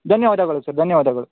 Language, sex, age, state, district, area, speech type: Kannada, male, 18-30, Karnataka, Shimoga, rural, conversation